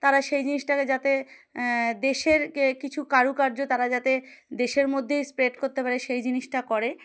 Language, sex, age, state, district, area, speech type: Bengali, female, 30-45, West Bengal, Darjeeling, urban, spontaneous